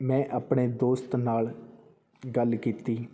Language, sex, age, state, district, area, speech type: Punjabi, male, 30-45, Punjab, Fazilka, rural, spontaneous